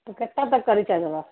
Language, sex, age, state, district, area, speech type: Urdu, female, 30-45, Bihar, Khagaria, rural, conversation